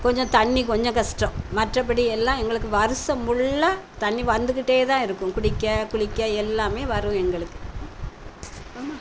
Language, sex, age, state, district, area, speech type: Tamil, female, 60+, Tamil Nadu, Thoothukudi, rural, spontaneous